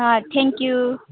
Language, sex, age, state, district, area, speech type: Gujarati, female, 18-30, Gujarat, Valsad, rural, conversation